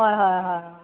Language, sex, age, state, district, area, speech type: Assamese, female, 45-60, Assam, Tinsukia, rural, conversation